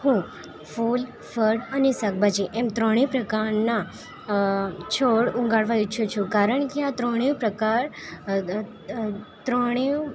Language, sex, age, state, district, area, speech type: Gujarati, female, 18-30, Gujarat, Valsad, rural, spontaneous